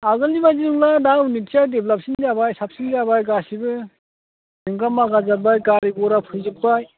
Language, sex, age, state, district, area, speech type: Bodo, male, 45-60, Assam, Chirang, rural, conversation